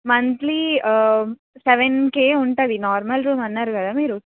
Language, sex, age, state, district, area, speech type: Telugu, female, 18-30, Telangana, Nizamabad, urban, conversation